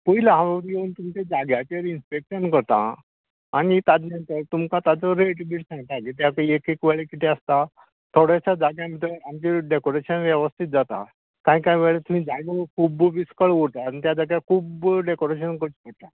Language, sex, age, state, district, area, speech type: Goan Konkani, male, 60+, Goa, Canacona, rural, conversation